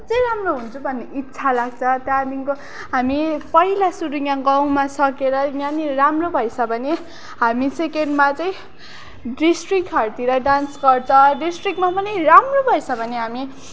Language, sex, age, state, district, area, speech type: Nepali, female, 18-30, West Bengal, Darjeeling, rural, spontaneous